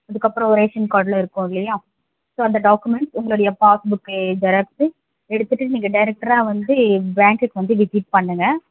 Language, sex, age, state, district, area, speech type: Tamil, female, 18-30, Tamil Nadu, Chennai, urban, conversation